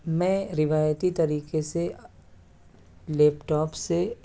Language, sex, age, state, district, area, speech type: Urdu, male, 18-30, Delhi, South Delhi, urban, spontaneous